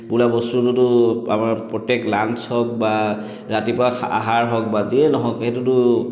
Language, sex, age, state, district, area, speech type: Assamese, male, 30-45, Assam, Chirang, urban, spontaneous